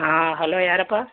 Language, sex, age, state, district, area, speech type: Kannada, female, 60+, Karnataka, Gulbarga, urban, conversation